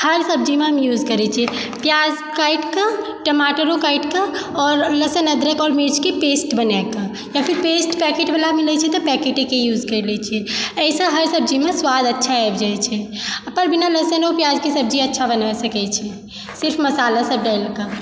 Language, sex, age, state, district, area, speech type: Maithili, female, 30-45, Bihar, Supaul, rural, spontaneous